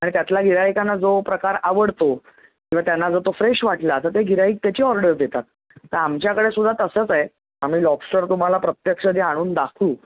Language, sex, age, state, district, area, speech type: Marathi, female, 30-45, Maharashtra, Mumbai Suburban, urban, conversation